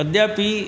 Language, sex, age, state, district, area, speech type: Sanskrit, male, 60+, Uttar Pradesh, Ghazipur, urban, spontaneous